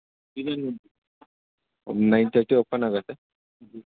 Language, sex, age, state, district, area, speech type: Kannada, male, 18-30, Karnataka, Shimoga, rural, conversation